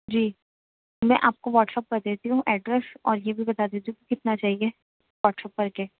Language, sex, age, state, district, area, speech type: Urdu, female, 30-45, Delhi, Central Delhi, urban, conversation